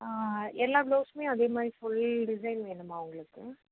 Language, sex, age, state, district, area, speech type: Tamil, female, 30-45, Tamil Nadu, Mayiladuthurai, rural, conversation